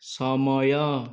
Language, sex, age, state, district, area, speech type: Odia, male, 30-45, Odisha, Nayagarh, rural, read